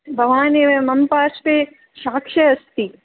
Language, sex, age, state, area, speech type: Sanskrit, other, 18-30, Rajasthan, urban, conversation